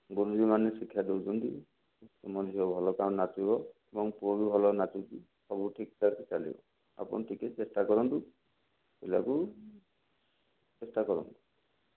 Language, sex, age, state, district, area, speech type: Odia, male, 45-60, Odisha, Jajpur, rural, conversation